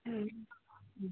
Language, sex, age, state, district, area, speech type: Assamese, female, 60+, Assam, Lakhimpur, urban, conversation